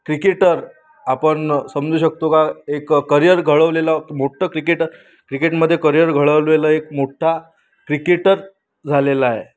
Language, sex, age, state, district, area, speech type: Marathi, female, 18-30, Maharashtra, Amravati, rural, spontaneous